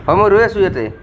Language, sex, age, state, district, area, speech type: Assamese, male, 30-45, Assam, Nalbari, rural, spontaneous